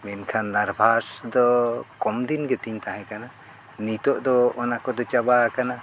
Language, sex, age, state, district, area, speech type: Santali, male, 60+, Odisha, Mayurbhanj, rural, spontaneous